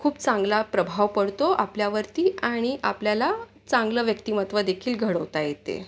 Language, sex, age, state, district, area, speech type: Marathi, female, 18-30, Maharashtra, Akola, urban, spontaneous